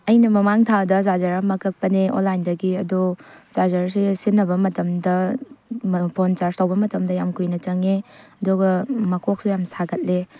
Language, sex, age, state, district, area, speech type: Manipuri, female, 18-30, Manipur, Tengnoupal, rural, spontaneous